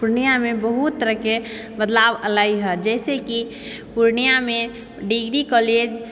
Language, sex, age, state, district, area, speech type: Maithili, female, 30-45, Bihar, Purnia, rural, spontaneous